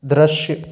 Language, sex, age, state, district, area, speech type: Hindi, male, 30-45, Madhya Pradesh, Bhopal, urban, read